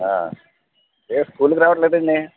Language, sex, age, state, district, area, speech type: Telugu, male, 60+, Andhra Pradesh, Eluru, rural, conversation